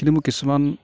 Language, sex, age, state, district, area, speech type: Assamese, male, 18-30, Assam, Kamrup Metropolitan, urban, spontaneous